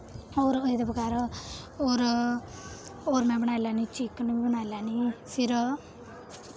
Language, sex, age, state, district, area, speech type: Dogri, female, 18-30, Jammu and Kashmir, Samba, rural, spontaneous